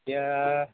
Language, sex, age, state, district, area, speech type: Assamese, male, 60+, Assam, Tinsukia, rural, conversation